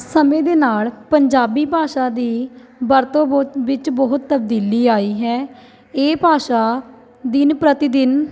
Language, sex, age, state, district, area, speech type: Punjabi, female, 18-30, Punjab, Shaheed Bhagat Singh Nagar, urban, spontaneous